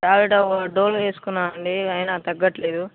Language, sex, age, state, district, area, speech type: Telugu, male, 18-30, Telangana, Nalgonda, rural, conversation